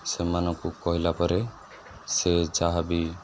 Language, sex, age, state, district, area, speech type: Odia, male, 18-30, Odisha, Sundergarh, urban, spontaneous